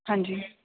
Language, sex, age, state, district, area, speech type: Punjabi, female, 18-30, Punjab, Bathinda, rural, conversation